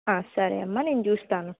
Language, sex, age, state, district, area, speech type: Telugu, female, 18-30, Telangana, Hanamkonda, rural, conversation